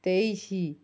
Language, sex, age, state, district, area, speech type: Odia, female, 30-45, Odisha, Ganjam, urban, spontaneous